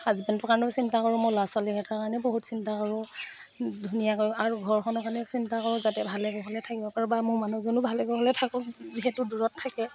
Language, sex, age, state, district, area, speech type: Assamese, female, 30-45, Assam, Morigaon, rural, spontaneous